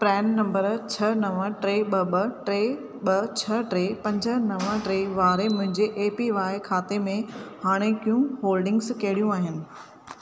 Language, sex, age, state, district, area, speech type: Sindhi, female, 30-45, Maharashtra, Thane, urban, read